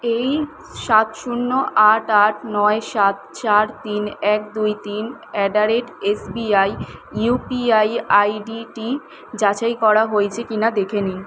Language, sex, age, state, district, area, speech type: Bengali, female, 18-30, West Bengal, Kolkata, urban, read